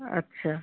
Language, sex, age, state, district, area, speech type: Bengali, female, 45-60, West Bengal, Kolkata, urban, conversation